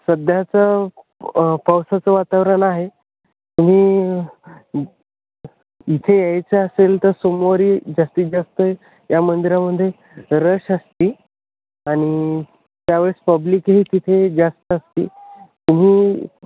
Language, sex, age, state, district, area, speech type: Marathi, male, 30-45, Maharashtra, Hingoli, rural, conversation